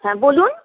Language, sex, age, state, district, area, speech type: Bengali, female, 30-45, West Bengal, Paschim Bardhaman, rural, conversation